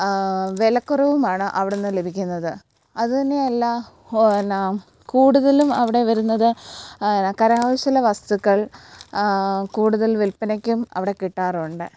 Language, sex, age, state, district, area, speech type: Malayalam, female, 18-30, Kerala, Alappuzha, rural, spontaneous